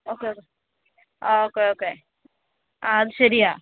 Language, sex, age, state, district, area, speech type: Malayalam, female, 18-30, Kerala, Kozhikode, rural, conversation